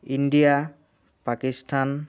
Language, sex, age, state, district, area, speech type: Assamese, female, 18-30, Assam, Nagaon, rural, spontaneous